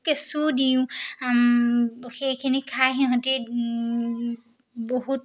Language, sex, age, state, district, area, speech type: Assamese, female, 18-30, Assam, Majuli, urban, spontaneous